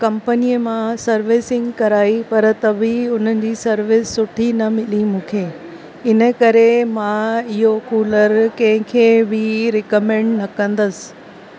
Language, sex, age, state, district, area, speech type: Sindhi, female, 30-45, Maharashtra, Thane, urban, spontaneous